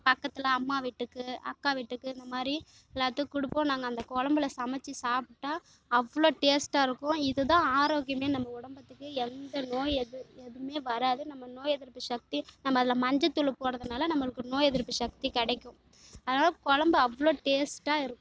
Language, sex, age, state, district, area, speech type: Tamil, female, 18-30, Tamil Nadu, Kallakurichi, rural, spontaneous